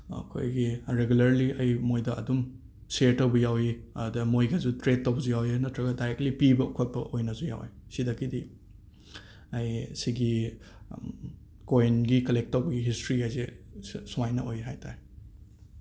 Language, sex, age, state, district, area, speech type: Manipuri, male, 30-45, Manipur, Imphal West, urban, spontaneous